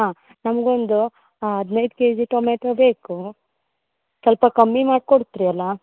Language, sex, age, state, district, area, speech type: Kannada, female, 18-30, Karnataka, Uttara Kannada, rural, conversation